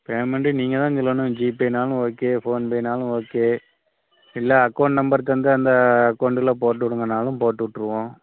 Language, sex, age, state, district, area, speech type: Tamil, male, 30-45, Tamil Nadu, Thoothukudi, rural, conversation